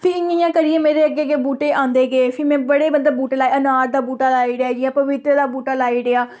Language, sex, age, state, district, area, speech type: Dogri, female, 18-30, Jammu and Kashmir, Samba, rural, spontaneous